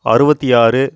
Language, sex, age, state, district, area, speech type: Tamil, male, 30-45, Tamil Nadu, Coimbatore, rural, spontaneous